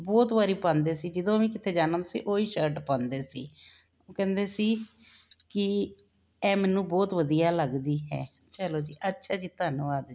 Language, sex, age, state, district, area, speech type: Punjabi, female, 45-60, Punjab, Jalandhar, urban, spontaneous